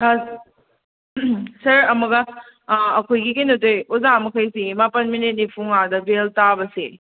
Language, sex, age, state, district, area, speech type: Manipuri, female, 18-30, Manipur, Kakching, rural, conversation